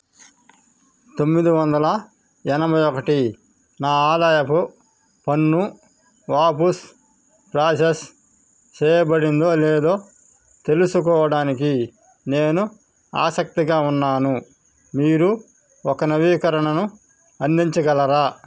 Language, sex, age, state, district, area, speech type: Telugu, male, 45-60, Andhra Pradesh, Sri Balaji, rural, read